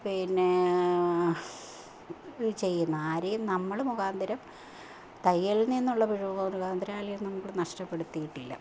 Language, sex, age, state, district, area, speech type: Malayalam, female, 45-60, Kerala, Kottayam, rural, spontaneous